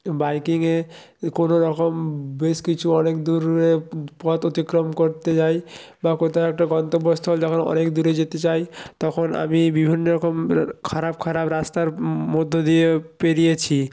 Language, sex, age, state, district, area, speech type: Bengali, male, 30-45, West Bengal, Jalpaiguri, rural, spontaneous